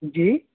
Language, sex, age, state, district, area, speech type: Urdu, male, 30-45, Uttar Pradesh, Gautam Buddha Nagar, urban, conversation